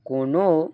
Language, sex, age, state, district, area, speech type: Bengali, male, 18-30, West Bengal, Alipurduar, rural, read